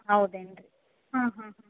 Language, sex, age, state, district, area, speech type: Kannada, female, 30-45, Karnataka, Koppal, rural, conversation